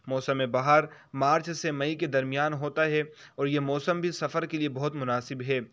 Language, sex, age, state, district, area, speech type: Urdu, male, 18-30, Uttar Pradesh, Saharanpur, urban, spontaneous